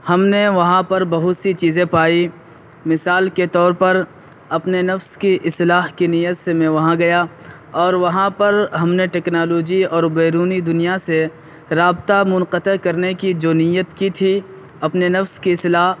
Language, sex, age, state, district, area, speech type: Urdu, male, 18-30, Uttar Pradesh, Saharanpur, urban, spontaneous